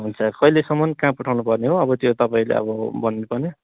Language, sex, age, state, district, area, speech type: Nepali, male, 30-45, West Bengal, Jalpaiguri, rural, conversation